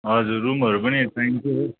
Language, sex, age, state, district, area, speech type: Nepali, male, 18-30, West Bengal, Kalimpong, rural, conversation